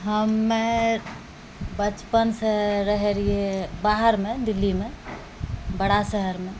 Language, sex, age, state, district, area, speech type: Maithili, female, 45-60, Bihar, Purnia, urban, spontaneous